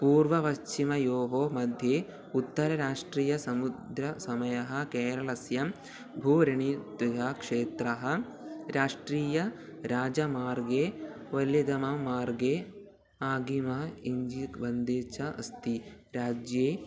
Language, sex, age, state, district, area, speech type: Sanskrit, male, 18-30, Kerala, Thiruvananthapuram, urban, spontaneous